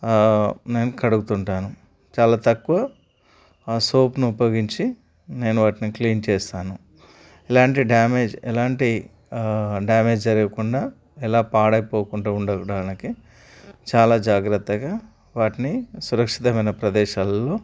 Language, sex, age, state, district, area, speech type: Telugu, male, 30-45, Telangana, Karimnagar, rural, spontaneous